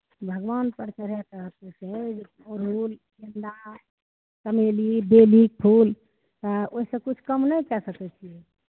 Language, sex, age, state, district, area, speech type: Maithili, female, 60+, Bihar, Begusarai, rural, conversation